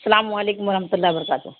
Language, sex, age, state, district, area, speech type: Urdu, female, 45-60, Bihar, Araria, rural, conversation